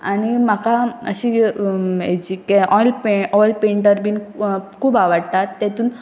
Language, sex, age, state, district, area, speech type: Goan Konkani, female, 18-30, Goa, Pernem, rural, spontaneous